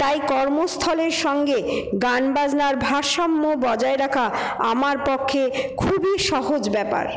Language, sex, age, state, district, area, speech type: Bengali, female, 45-60, West Bengal, Paschim Bardhaman, urban, spontaneous